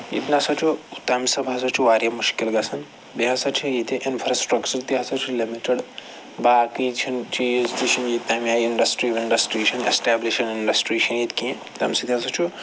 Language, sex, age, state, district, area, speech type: Kashmiri, male, 45-60, Jammu and Kashmir, Srinagar, urban, spontaneous